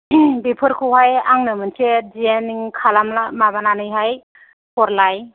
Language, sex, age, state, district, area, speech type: Bodo, female, 45-60, Assam, Kokrajhar, rural, conversation